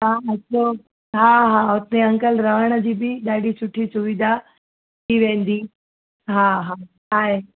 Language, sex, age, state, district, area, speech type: Sindhi, female, 18-30, Gujarat, Surat, urban, conversation